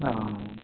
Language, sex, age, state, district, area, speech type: Maithili, male, 45-60, Bihar, Supaul, rural, conversation